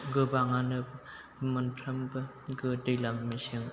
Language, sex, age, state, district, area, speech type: Bodo, male, 30-45, Assam, Chirang, rural, spontaneous